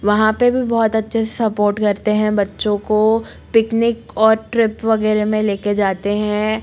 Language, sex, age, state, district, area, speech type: Hindi, female, 18-30, Madhya Pradesh, Jabalpur, urban, spontaneous